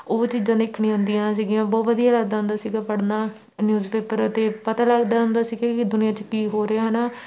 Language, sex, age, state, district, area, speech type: Punjabi, female, 18-30, Punjab, Shaheed Bhagat Singh Nagar, rural, spontaneous